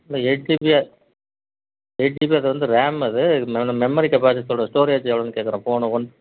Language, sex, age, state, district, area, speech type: Tamil, male, 45-60, Tamil Nadu, Dharmapuri, urban, conversation